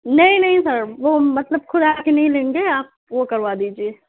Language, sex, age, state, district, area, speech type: Urdu, female, 18-30, Uttar Pradesh, Balrampur, rural, conversation